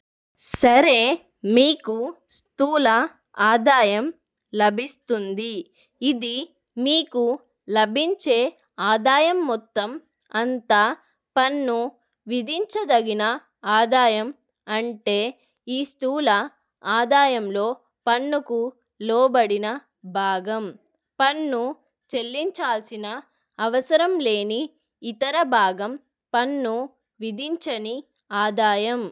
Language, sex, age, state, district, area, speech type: Telugu, female, 30-45, Telangana, Adilabad, rural, read